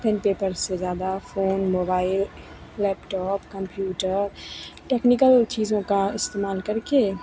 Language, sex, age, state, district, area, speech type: Hindi, female, 18-30, Bihar, Begusarai, rural, spontaneous